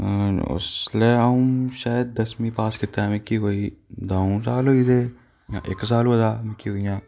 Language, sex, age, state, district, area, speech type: Dogri, male, 30-45, Jammu and Kashmir, Udhampur, urban, spontaneous